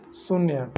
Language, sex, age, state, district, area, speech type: Hindi, male, 30-45, Uttar Pradesh, Mau, urban, read